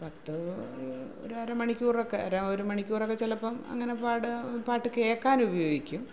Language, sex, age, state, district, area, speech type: Malayalam, female, 45-60, Kerala, Kollam, rural, spontaneous